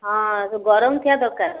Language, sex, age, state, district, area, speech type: Odia, female, 45-60, Odisha, Gajapati, rural, conversation